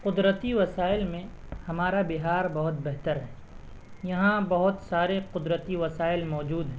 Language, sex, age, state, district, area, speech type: Urdu, male, 18-30, Bihar, Purnia, rural, spontaneous